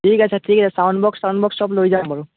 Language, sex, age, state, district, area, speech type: Assamese, male, 30-45, Assam, Biswanath, rural, conversation